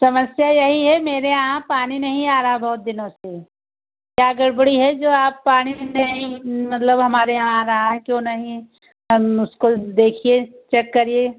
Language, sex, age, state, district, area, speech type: Hindi, female, 60+, Uttar Pradesh, Ayodhya, rural, conversation